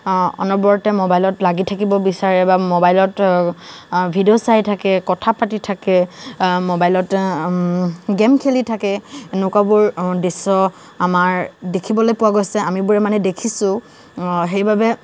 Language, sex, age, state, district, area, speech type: Assamese, female, 18-30, Assam, Tinsukia, rural, spontaneous